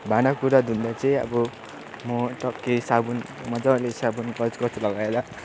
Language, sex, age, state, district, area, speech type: Nepali, male, 18-30, West Bengal, Darjeeling, rural, spontaneous